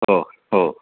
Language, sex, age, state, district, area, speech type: Marathi, male, 60+, Maharashtra, Kolhapur, urban, conversation